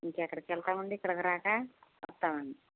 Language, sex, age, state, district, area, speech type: Telugu, female, 60+, Andhra Pradesh, Eluru, rural, conversation